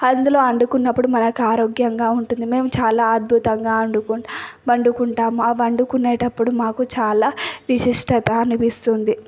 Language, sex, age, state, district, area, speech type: Telugu, female, 18-30, Telangana, Hyderabad, urban, spontaneous